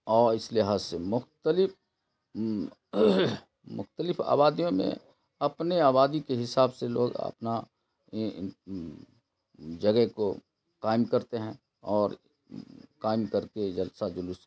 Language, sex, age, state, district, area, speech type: Urdu, male, 60+, Bihar, Khagaria, rural, spontaneous